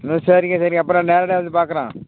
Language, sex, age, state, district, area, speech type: Tamil, male, 60+, Tamil Nadu, Tiruvarur, rural, conversation